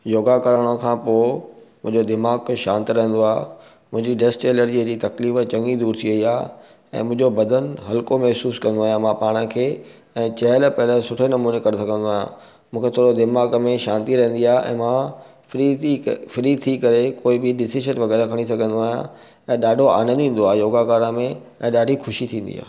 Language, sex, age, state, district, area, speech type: Sindhi, male, 45-60, Maharashtra, Thane, urban, spontaneous